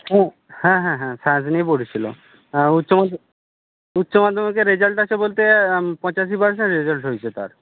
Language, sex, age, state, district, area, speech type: Bengali, male, 60+, West Bengal, Jhargram, rural, conversation